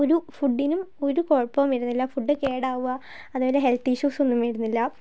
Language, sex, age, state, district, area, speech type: Malayalam, female, 18-30, Kerala, Wayanad, rural, spontaneous